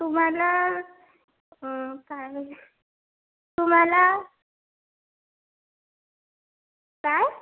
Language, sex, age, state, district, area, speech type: Marathi, female, 18-30, Maharashtra, Nagpur, urban, conversation